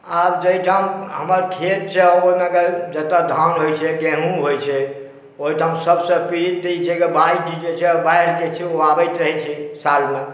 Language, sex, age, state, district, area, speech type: Maithili, male, 45-60, Bihar, Supaul, urban, spontaneous